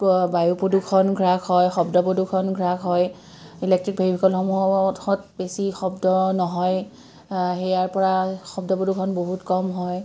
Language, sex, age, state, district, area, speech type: Assamese, female, 30-45, Assam, Kamrup Metropolitan, urban, spontaneous